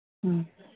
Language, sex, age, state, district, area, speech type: Manipuri, female, 60+, Manipur, Kangpokpi, urban, conversation